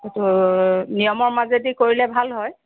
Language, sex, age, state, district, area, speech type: Assamese, female, 60+, Assam, Tinsukia, rural, conversation